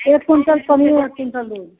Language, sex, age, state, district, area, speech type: Hindi, female, 60+, Uttar Pradesh, Mau, rural, conversation